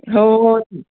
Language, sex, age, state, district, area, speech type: Marathi, female, 45-60, Maharashtra, Pune, urban, conversation